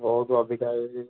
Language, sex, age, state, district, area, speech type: Odia, male, 45-60, Odisha, Sambalpur, rural, conversation